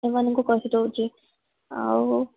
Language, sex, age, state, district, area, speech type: Odia, female, 18-30, Odisha, Cuttack, urban, conversation